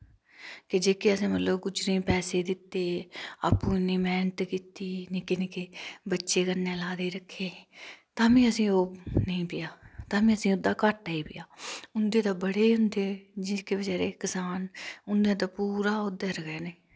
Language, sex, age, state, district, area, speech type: Dogri, female, 30-45, Jammu and Kashmir, Udhampur, rural, spontaneous